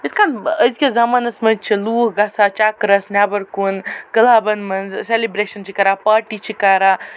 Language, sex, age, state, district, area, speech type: Kashmiri, female, 30-45, Jammu and Kashmir, Baramulla, rural, spontaneous